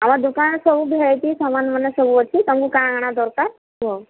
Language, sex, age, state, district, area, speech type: Odia, female, 30-45, Odisha, Boudh, rural, conversation